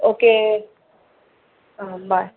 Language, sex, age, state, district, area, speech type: Tamil, female, 18-30, Tamil Nadu, Madurai, urban, conversation